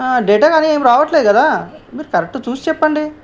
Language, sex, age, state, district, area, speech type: Telugu, male, 45-60, Telangana, Ranga Reddy, urban, spontaneous